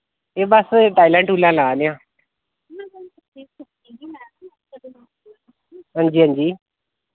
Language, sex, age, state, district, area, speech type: Dogri, male, 30-45, Jammu and Kashmir, Reasi, rural, conversation